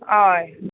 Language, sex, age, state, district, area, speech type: Goan Konkani, female, 30-45, Goa, Tiswadi, rural, conversation